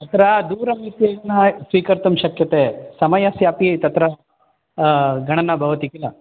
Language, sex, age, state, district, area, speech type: Sanskrit, male, 45-60, Karnataka, Bangalore Urban, urban, conversation